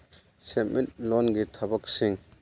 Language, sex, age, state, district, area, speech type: Manipuri, male, 45-60, Manipur, Churachandpur, rural, read